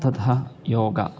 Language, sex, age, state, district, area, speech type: Sanskrit, male, 18-30, Kerala, Kozhikode, rural, spontaneous